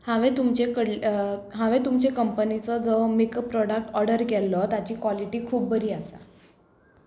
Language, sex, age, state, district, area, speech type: Goan Konkani, female, 18-30, Goa, Tiswadi, rural, spontaneous